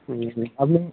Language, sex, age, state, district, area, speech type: Bengali, male, 45-60, West Bengal, South 24 Parganas, rural, conversation